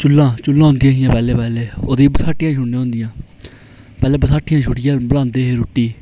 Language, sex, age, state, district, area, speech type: Dogri, male, 18-30, Jammu and Kashmir, Reasi, rural, spontaneous